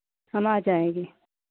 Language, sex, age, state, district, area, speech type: Hindi, female, 60+, Uttar Pradesh, Pratapgarh, rural, conversation